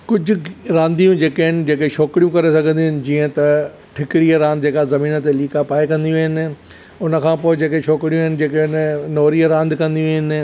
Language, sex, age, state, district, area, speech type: Sindhi, male, 60+, Maharashtra, Thane, rural, spontaneous